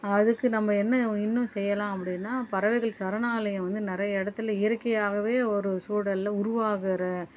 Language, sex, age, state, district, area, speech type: Tamil, female, 30-45, Tamil Nadu, Chennai, urban, spontaneous